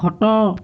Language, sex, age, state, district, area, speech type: Odia, male, 30-45, Odisha, Bhadrak, rural, read